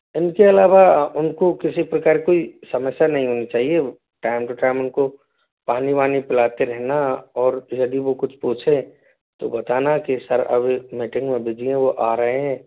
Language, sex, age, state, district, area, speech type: Hindi, male, 18-30, Rajasthan, Jaipur, urban, conversation